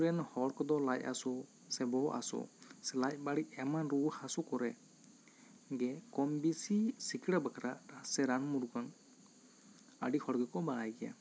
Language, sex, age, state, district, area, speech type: Santali, male, 18-30, West Bengal, Bankura, rural, spontaneous